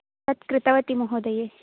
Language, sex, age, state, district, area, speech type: Sanskrit, female, 18-30, Karnataka, Bangalore Rural, urban, conversation